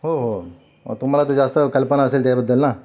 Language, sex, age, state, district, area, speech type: Marathi, male, 45-60, Maharashtra, Mumbai City, urban, spontaneous